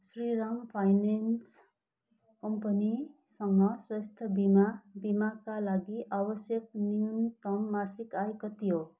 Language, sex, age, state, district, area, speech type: Nepali, male, 45-60, West Bengal, Kalimpong, rural, read